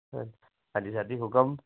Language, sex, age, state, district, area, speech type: Punjabi, male, 18-30, Punjab, Shaheed Bhagat Singh Nagar, urban, conversation